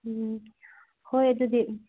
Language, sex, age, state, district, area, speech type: Manipuri, female, 18-30, Manipur, Thoubal, rural, conversation